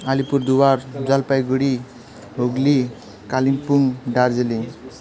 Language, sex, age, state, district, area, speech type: Nepali, male, 18-30, West Bengal, Alipurduar, urban, spontaneous